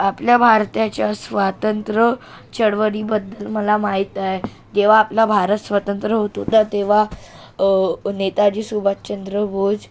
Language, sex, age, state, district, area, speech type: Marathi, male, 30-45, Maharashtra, Nagpur, urban, spontaneous